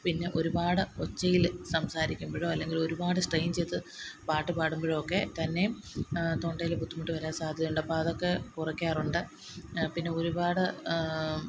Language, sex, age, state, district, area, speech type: Malayalam, female, 30-45, Kerala, Kottayam, rural, spontaneous